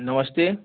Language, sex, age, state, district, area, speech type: Hindi, male, 45-60, Uttar Pradesh, Bhadohi, urban, conversation